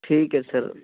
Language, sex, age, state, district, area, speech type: Punjabi, male, 18-30, Punjab, Ludhiana, urban, conversation